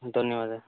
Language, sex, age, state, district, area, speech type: Odia, male, 18-30, Odisha, Nabarangpur, urban, conversation